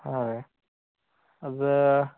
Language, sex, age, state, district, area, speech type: Kannada, male, 30-45, Karnataka, Belgaum, rural, conversation